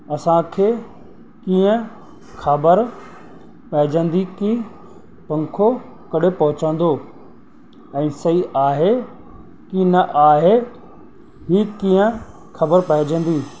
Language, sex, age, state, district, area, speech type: Sindhi, male, 30-45, Rajasthan, Ajmer, urban, spontaneous